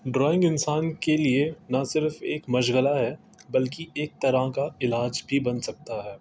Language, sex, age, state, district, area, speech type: Urdu, male, 18-30, Delhi, North East Delhi, urban, spontaneous